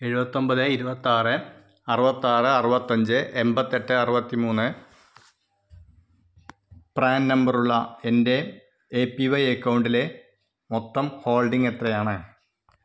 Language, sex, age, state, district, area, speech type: Malayalam, male, 45-60, Kerala, Malappuram, rural, read